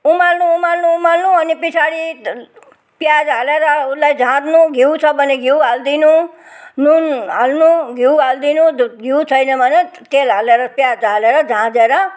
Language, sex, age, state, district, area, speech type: Nepali, female, 60+, West Bengal, Jalpaiguri, rural, spontaneous